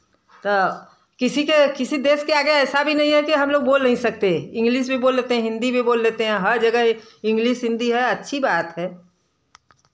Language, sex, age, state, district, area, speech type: Hindi, female, 60+, Uttar Pradesh, Varanasi, rural, spontaneous